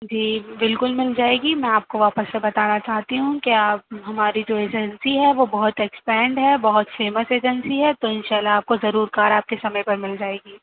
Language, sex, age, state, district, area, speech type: Urdu, female, 30-45, Uttar Pradesh, Aligarh, rural, conversation